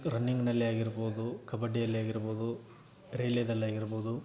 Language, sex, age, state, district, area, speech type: Kannada, male, 30-45, Karnataka, Gadag, rural, spontaneous